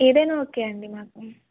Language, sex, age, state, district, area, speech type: Telugu, female, 18-30, Telangana, Sangareddy, urban, conversation